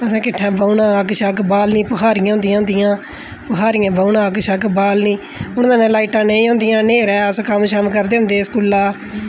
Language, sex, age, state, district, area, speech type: Dogri, female, 30-45, Jammu and Kashmir, Udhampur, urban, spontaneous